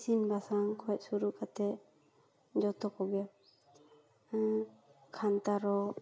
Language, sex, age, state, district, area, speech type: Santali, female, 18-30, West Bengal, Paschim Bardhaman, urban, spontaneous